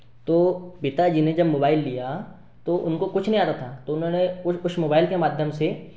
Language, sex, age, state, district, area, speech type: Hindi, male, 18-30, Madhya Pradesh, Betul, urban, spontaneous